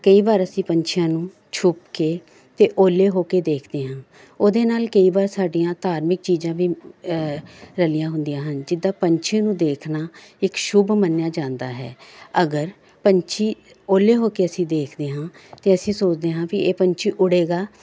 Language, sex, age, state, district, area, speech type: Punjabi, female, 45-60, Punjab, Jalandhar, urban, spontaneous